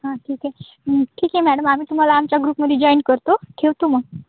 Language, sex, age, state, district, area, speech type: Marathi, female, 18-30, Maharashtra, Nanded, rural, conversation